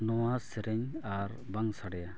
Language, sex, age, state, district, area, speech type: Santali, male, 30-45, Jharkhand, East Singhbhum, rural, read